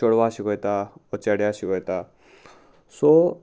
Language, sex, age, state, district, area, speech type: Goan Konkani, male, 18-30, Goa, Salcete, rural, spontaneous